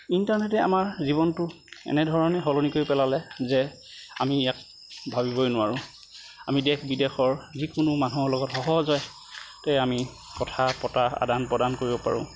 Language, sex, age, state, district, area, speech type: Assamese, male, 30-45, Assam, Lakhimpur, rural, spontaneous